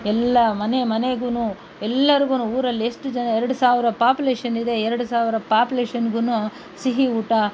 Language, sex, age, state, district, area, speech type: Kannada, female, 45-60, Karnataka, Kolar, rural, spontaneous